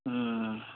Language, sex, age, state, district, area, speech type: Odia, male, 18-30, Odisha, Bargarh, urban, conversation